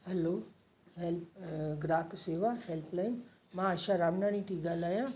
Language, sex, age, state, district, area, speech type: Sindhi, female, 60+, Gujarat, Kutch, urban, spontaneous